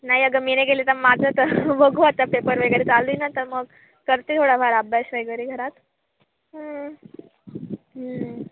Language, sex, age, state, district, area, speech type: Marathi, female, 18-30, Maharashtra, Nashik, urban, conversation